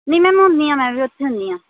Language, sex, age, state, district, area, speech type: Punjabi, female, 18-30, Punjab, Shaheed Bhagat Singh Nagar, urban, conversation